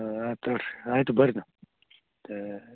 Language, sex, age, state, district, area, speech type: Kannada, male, 45-60, Karnataka, Bagalkot, rural, conversation